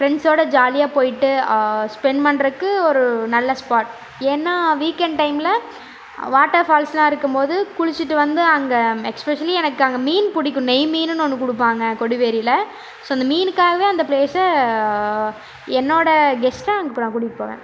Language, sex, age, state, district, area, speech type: Tamil, female, 18-30, Tamil Nadu, Erode, urban, spontaneous